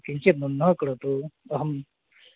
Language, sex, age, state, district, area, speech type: Sanskrit, male, 30-45, West Bengal, North 24 Parganas, urban, conversation